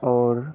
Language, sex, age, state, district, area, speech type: Hindi, male, 18-30, Bihar, Madhepura, rural, spontaneous